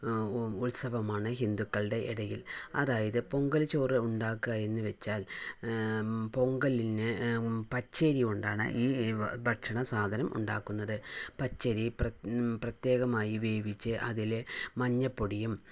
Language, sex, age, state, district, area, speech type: Malayalam, female, 60+, Kerala, Palakkad, rural, spontaneous